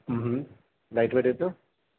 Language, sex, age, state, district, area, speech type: Telugu, male, 30-45, Telangana, Karimnagar, rural, conversation